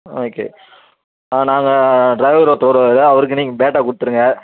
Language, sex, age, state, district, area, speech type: Tamil, male, 45-60, Tamil Nadu, Sivaganga, rural, conversation